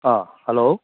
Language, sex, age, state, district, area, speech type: Manipuri, male, 30-45, Manipur, Churachandpur, rural, conversation